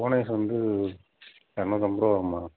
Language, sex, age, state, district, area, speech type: Tamil, male, 45-60, Tamil Nadu, Virudhunagar, rural, conversation